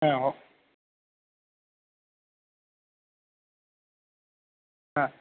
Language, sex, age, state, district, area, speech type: Tamil, male, 18-30, Tamil Nadu, Mayiladuthurai, urban, conversation